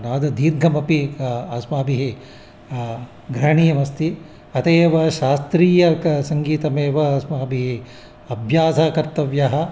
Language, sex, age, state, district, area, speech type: Sanskrit, male, 60+, Andhra Pradesh, Visakhapatnam, urban, spontaneous